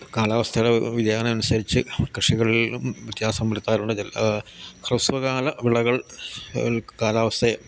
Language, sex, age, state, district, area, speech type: Malayalam, male, 60+, Kerala, Idukki, rural, spontaneous